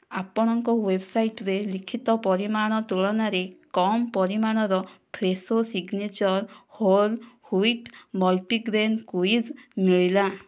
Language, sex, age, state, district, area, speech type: Odia, female, 18-30, Odisha, Kandhamal, rural, read